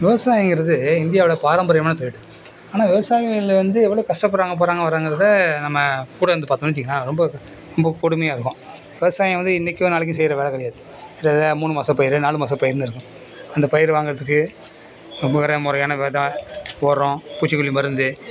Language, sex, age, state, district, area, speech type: Tamil, male, 60+, Tamil Nadu, Nagapattinam, rural, spontaneous